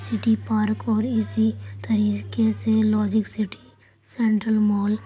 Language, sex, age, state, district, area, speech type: Urdu, female, 45-60, Uttar Pradesh, Gautam Buddha Nagar, rural, spontaneous